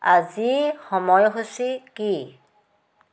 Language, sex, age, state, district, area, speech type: Assamese, female, 60+, Assam, Dhemaji, rural, read